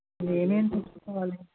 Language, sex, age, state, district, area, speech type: Telugu, female, 60+, Andhra Pradesh, Konaseema, rural, conversation